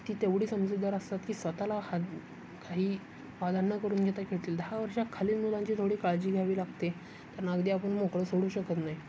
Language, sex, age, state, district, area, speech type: Marathi, male, 18-30, Maharashtra, Sangli, urban, spontaneous